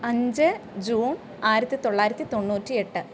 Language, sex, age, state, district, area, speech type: Malayalam, female, 18-30, Kerala, Alappuzha, rural, spontaneous